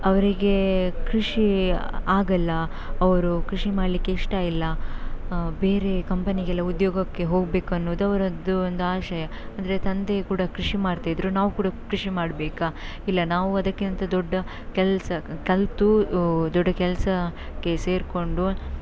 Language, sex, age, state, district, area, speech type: Kannada, female, 18-30, Karnataka, Shimoga, rural, spontaneous